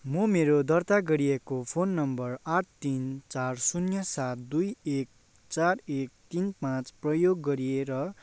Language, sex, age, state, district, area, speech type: Nepali, male, 18-30, West Bengal, Darjeeling, urban, read